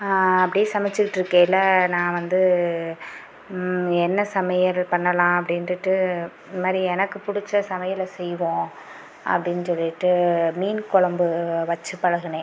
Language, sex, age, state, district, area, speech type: Tamil, female, 30-45, Tamil Nadu, Pudukkottai, rural, spontaneous